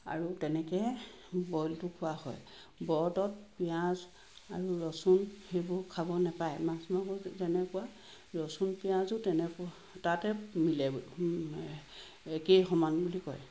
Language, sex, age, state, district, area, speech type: Assamese, female, 45-60, Assam, Sivasagar, rural, spontaneous